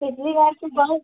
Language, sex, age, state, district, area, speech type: Hindi, female, 30-45, Uttar Pradesh, Azamgarh, urban, conversation